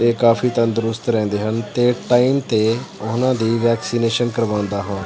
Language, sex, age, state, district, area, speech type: Punjabi, male, 30-45, Punjab, Pathankot, urban, spontaneous